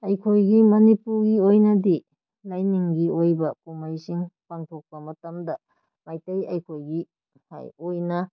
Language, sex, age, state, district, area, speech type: Manipuri, female, 30-45, Manipur, Kakching, rural, spontaneous